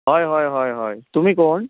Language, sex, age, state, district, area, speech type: Goan Konkani, male, 30-45, Goa, Canacona, rural, conversation